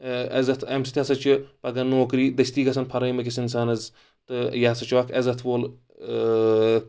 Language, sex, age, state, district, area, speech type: Kashmiri, male, 45-60, Jammu and Kashmir, Kulgam, urban, spontaneous